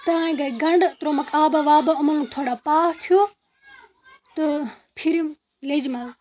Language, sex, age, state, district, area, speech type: Kashmiri, female, 45-60, Jammu and Kashmir, Baramulla, rural, spontaneous